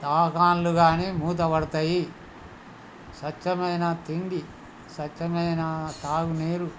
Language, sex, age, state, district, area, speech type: Telugu, male, 60+, Telangana, Hanamkonda, rural, spontaneous